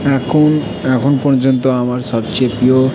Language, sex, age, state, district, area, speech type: Bengali, male, 30-45, West Bengal, Purba Bardhaman, urban, spontaneous